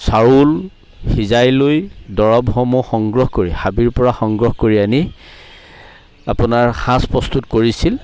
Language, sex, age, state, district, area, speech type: Assamese, male, 45-60, Assam, Charaideo, rural, spontaneous